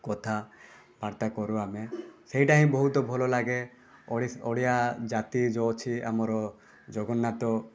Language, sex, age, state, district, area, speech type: Odia, male, 18-30, Odisha, Rayagada, urban, spontaneous